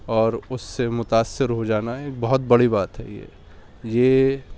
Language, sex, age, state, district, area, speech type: Urdu, male, 30-45, Delhi, East Delhi, urban, spontaneous